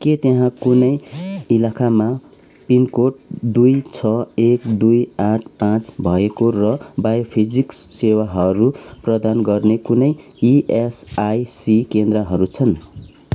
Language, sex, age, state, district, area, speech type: Nepali, male, 30-45, West Bengal, Kalimpong, rural, read